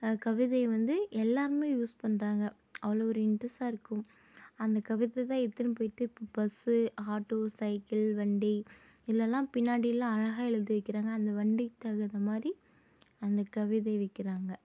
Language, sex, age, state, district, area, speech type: Tamil, female, 18-30, Tamil Nadu, Tirupattur, urban, spontaneous